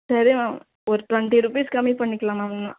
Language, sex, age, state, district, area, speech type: Tamil, female, 18-30, Tamil Nadu, Tiruvallur, urban, conversation